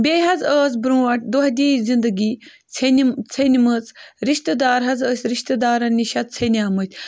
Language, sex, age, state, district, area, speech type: Kashmiri, female, 18-30, Jammu and Kashmir, Bandipora, rural, spontaneous